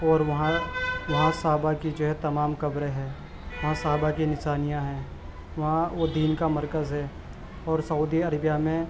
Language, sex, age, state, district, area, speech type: Urdu, male, 18-30, Uttar Pradesh, Gautam Buddha Nagar, urban, spontaneous